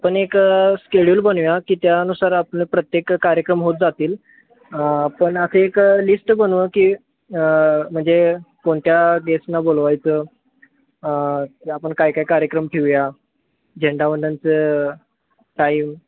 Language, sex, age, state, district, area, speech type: Marathi, male, 18-30, Maharashtra, Sangli, urban, conversation